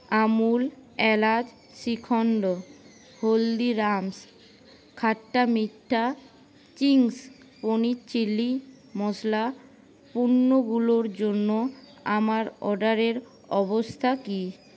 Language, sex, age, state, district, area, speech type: Bengali, female, 18-30, West Bengal, Paschim Medinipur, rural, read